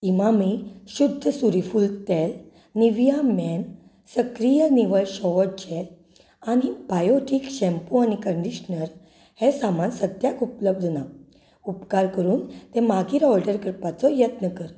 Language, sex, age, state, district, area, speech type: Goan Konkani, female, 30-45, Goa, Canacona, rural, read